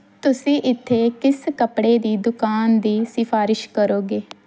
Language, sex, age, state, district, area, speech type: Punjabi, female, 18-30, Punjab, Pathankot, rural, read